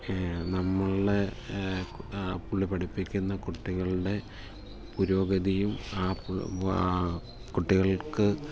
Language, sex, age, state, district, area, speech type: Malayalam, male, 45-60, Kerala, Kottayam, rural, spontaneous